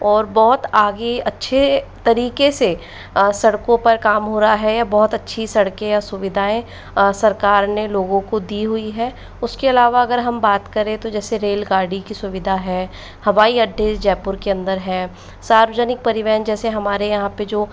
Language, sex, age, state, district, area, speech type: Hindi, female, 45-60, Rajasthan, Jaipur, urban, spontaneous